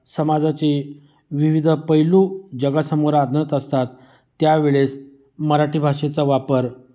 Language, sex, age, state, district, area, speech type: Marathi, male, 45-60, Maharashtra, Nashik, rural, spontaneous